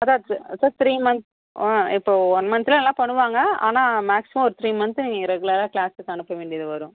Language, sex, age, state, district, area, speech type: Tamil, female, 18-30, Tamil Nadu, Kallakurichi, rural, conversation